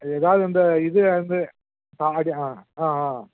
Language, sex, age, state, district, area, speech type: Tamil, male, 45-60, Tamil Nadu, Krishnagiri, rural, conversation